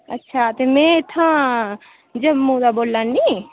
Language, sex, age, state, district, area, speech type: Dogri, female, 18-30, Jammu and Kashmir, Udhampur, rural, conversation